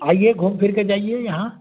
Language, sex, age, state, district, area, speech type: Hindi, male, 60+, Bihar, Madhepura, urban, conversation